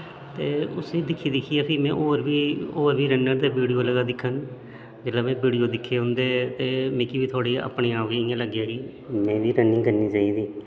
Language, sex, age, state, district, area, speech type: Dogri, male, 30-45, Jammu and Kashmir, Udhampur, urban, spontaneous